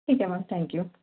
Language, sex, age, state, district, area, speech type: Marathi, female, 45-60, Maharashtra, Akola, urban, conversation